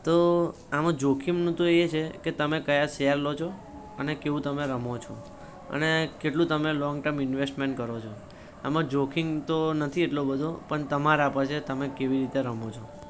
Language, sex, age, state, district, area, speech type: Gujarati, male, 18-30, Gujarat, Anand, urban, spontaneous